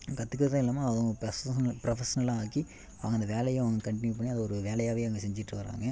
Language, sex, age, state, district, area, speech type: Tamil, male, 18-30, Tamil Nadu, Namakkal, rural, spontaneous